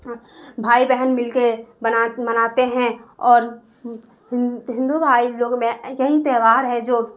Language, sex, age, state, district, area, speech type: Urdu, female, 30-45, Bihar, Darbhanga, rural, spontaneous